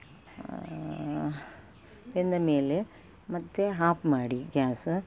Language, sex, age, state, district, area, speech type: Kannada, female, 45-60, Karnataka, Udupi, rural, spontaneous